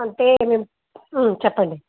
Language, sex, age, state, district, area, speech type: Telugu, female, 18-30, Andhra Pradesh, Anantapur, rural, conversation